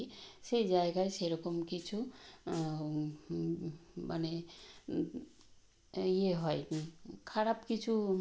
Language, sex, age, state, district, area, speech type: Bengali, female, 60+, West Bengal, Nadia, rural, spontaneous